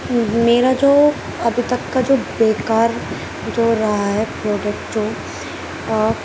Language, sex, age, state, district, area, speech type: Urdu, female, 18-30, Uttar Pradesh, Gautam Buddha Nagar, rural, spontaneous